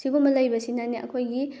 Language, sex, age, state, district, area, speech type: Manipuri, female, 18-30, Manipur, Bishnupur, rural, spontaneous